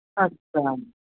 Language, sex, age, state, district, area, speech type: Nepali, female, 60+, West Bengal, Jalpaiguri, urban, conversation